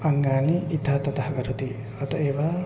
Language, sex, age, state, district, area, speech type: Sanskrit, male, 18-30, Assam, Kokrajhar, rural, spontaneous